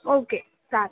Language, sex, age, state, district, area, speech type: Marathi, female, 18-30, Maharashtra, Thane, urban, conversation